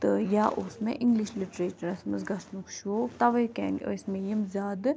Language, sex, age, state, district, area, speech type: Kashmiri, female, 18-30, Jammu and Kashmir, Ganderbal, urban, spontaneous